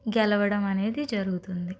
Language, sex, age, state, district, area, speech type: Telugu, female, 30-45, Andhra Pradesh, Guntur, urban, spontaneous